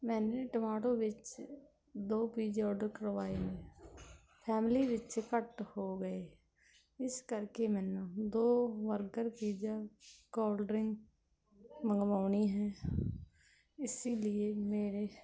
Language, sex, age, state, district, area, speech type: Punjabi, female, 18-30, Punjab, Mansa, rural, spontaneous